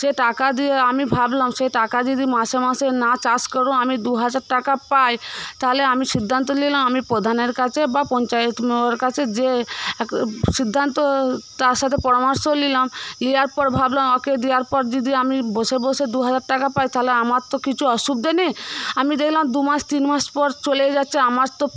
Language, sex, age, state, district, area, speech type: Bengali, female, 18-30, West Bengal, Paschim Medinipur, rural, spontaneous